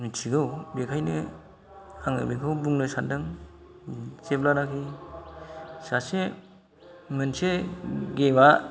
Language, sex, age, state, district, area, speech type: Bodo, male, 45-60, Assam, Kokrajhar, rural, spontaneous